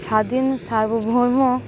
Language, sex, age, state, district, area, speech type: Bengali, female, 18-30, West Bengal, Cooch Behar, urban, spontaneous